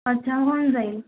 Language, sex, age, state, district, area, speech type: Marathi, female, 18-30, Maharashtra, Wardha, rural, conversation